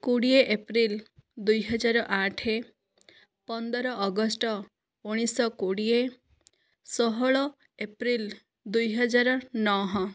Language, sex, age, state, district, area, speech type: Odia, female, 60+, Odisha, Kandhamal, rural, spontaneous